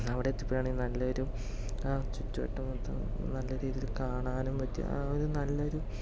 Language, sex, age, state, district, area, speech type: Malayalam, male, 18-30, Kerala, Palakkad, urban, spontaneous